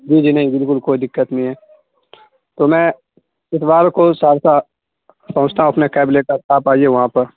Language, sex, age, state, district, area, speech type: Urdu, male, 18-30, Bihar, Saharsa, urban, conversation